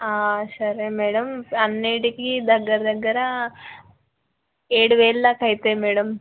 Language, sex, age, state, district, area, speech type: Telugu, female, 18-30, Telangana, Peddapalli, rural, conversation